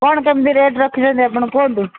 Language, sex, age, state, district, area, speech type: Odia, female, 45-60, Odisha, Sundergarh, rural, conversation